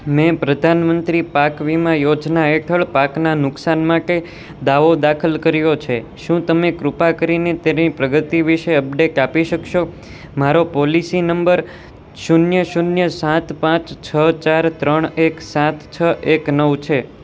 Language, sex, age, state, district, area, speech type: Gujarati, male, 18-30, Gujarat, Surat, urban, read